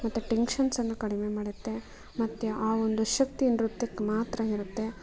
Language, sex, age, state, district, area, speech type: Kannada, female, 30-45, Karnataka, Kolar, rural, spontaneous